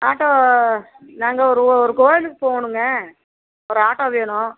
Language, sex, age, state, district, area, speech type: Tamil, female, 60+, Tamil Nadu, Madurai, rural, conversation